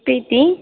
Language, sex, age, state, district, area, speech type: Tamil, female, 45-60, Tamil Nadu, Tiruchirappalli, rural, conversation